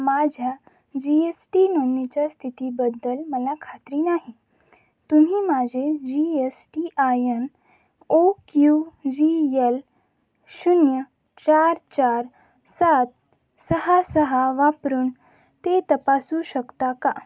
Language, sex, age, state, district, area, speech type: Marathi, female, 18-30, Maharashtra, Nanded, rural, read